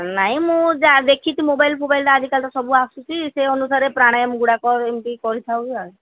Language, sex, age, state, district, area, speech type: Odia, female, 45-60, Odisha, Sundergarh, rural, conversation